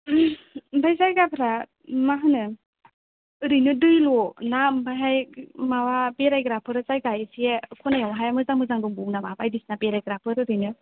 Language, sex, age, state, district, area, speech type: Bodo, female, 18-30, Assam, Kokrajhar, rural, conversation